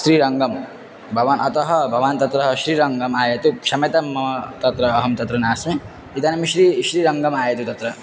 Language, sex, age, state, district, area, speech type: Sanskrit, male, 18-30, Assam, Dhemaji, rural, spontaneous